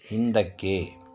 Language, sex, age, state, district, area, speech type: Kannada, male, 60+, Karnataka, Shimoga, rural, read